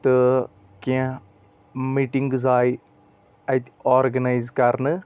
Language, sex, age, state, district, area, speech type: Kashmiri, male, 30-45, Jammu and Kashmir, Anantnag, rural, spontaneous